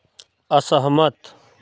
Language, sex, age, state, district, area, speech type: Hindi, male, 45-60, Uttar Pradesh, Prayagraj, rural, read